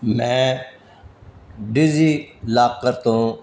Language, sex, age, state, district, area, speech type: Punjabi, male, 60+, Punjab, Fazilka, rural, read